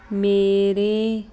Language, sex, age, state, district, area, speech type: Punjabi, female, 18-30, Punjab, Muktsar, urban, read